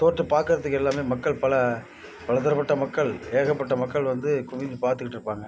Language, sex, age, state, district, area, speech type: Tamil, male, 60+, Tamil Nadu, Nagapattinam, rural, spontaneous